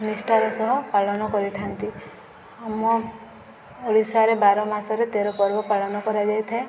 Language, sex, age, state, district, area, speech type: Odia, female, 18-30, Odisha, Subarnapur, urban, spontaneous